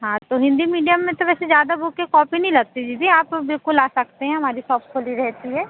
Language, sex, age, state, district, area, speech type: Hindi, female, 30-45, Madhya Pradesh, Seoni, urban, conversation